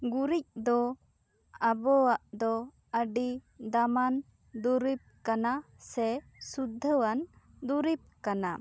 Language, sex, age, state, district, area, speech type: Santali, female, 18-30, West Bengal, Bankura, rural, spontaneous